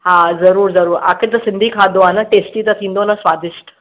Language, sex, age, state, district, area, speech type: Sindhi, female, 30-45, Maharashtra, Mumbai Suburban, urban, conversation